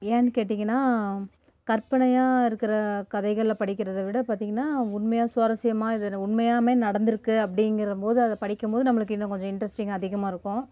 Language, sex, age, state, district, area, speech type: Tamil, female, 30-45, Tamil Nadu, Namakkal, rural, spontaneous